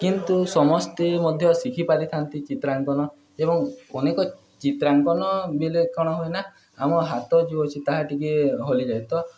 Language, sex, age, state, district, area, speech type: Odia, male, 18-30, Odisha, Nuapada, urban, spontaneous